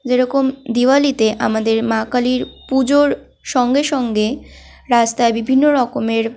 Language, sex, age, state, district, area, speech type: Bengali, female, 18-30, West Bengal, Malda, rural, spontaneous